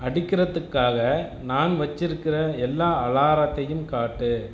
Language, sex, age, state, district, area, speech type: Tamil, male, 30-45, Tamil Nadu, Tiruchirappalli, rural, read